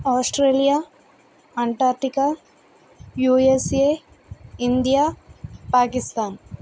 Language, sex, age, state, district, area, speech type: Telugu, female, 30-45, Andhra Pradesh, Vizianagaram, rural, spontaneous